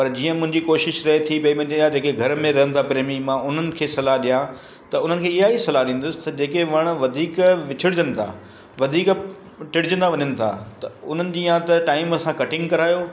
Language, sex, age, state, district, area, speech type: Sindhi, male, 60+, Gujarat, Kutch, urban, spontaneous